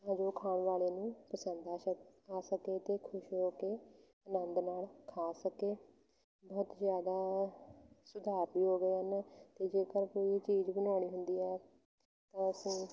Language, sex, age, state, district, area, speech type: Punjabi, female, 18-30, Punjab, Fatehgarh Sahib, rural, spontaneous